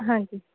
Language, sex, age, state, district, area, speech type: Punjabi, female, 18-30, Punjab, Shaheed Bhagat Singh Nagar, rural, conversation